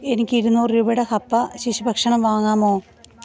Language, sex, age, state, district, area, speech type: Malayalam, female, 30-45, Kerala, Kollam, rural, read